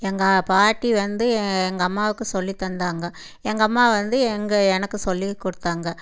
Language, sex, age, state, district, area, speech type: Tamil, female, 60+, Tamil Nadu, Erode, urban, spontaneous